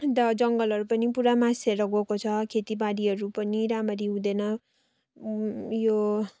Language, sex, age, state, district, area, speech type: Nepali, female, 45-60, West Bengal, Darjeeling, rural, spontaneous